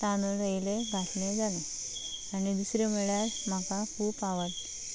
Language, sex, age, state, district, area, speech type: Goan Konkani, female, 18-30, Goa, Canacona, rural, spontaneous